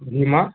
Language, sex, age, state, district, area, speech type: Maithili, male, 60+, Bihar, Purnia, urban, conversation